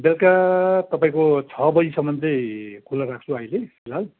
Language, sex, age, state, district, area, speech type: Nepali, male, 60+, West Bengal, Darjeeling, rural, conversation